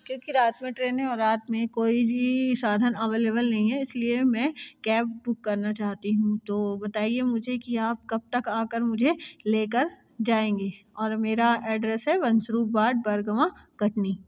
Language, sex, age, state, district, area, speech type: Hindi, female, 30-45, Madhya Pradesh, Katni, urban, spontaneous